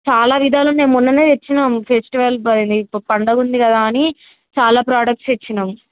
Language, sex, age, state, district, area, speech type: Telugu, female, 18-30, Telangana, Mulugu, urban, conversation